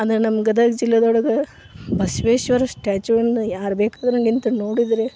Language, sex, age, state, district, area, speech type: Kannada, female, 30-45, Karnataka, Gadag, rural, spontaneous